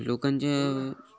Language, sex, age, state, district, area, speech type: Marathi, male, 18-30, Maharashtra, Hingoli, urban, spontaneous